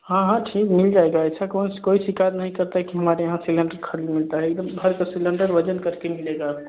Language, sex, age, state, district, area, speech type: Hindi, male, 30-45, Uttar Pradesh, Jaunpur, rural, conversation